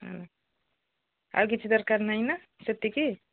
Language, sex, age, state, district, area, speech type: Odia, female, 60+, Odisha, Gajapati, rural, conversation